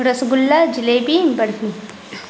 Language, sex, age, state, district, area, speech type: Urdu, female, 30-45, Bihar, Supaul, rural, spontaneous